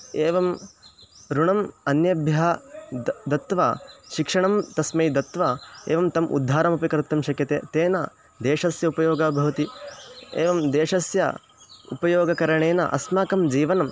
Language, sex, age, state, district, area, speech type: Sanskrit, male, 18-30, Karnataka, Chikkamagaluru, rural, spontaneous